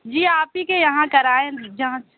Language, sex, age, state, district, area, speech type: Urdu, female, 30-45, Uttar Pradesh, Lucknow, urban, conversation